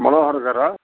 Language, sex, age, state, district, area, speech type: Telugu, male, 60+, Andhra Pradesh, Sri Balaji, urban, conversation